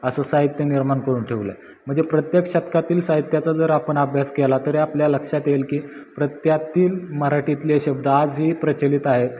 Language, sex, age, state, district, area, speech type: Marathi, male, 18-30, Maharashtra, Satara, rural, spontaneous